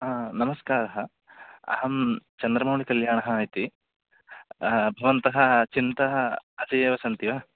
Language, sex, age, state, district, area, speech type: Sanskrit, male, 18-30, Andhra Pradesh, West Godavari, rural, conversation